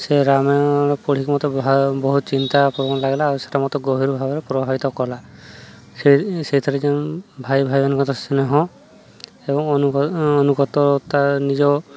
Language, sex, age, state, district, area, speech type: Odia, male, 30-45, Odisha, Subarnapur, urban, spontaneous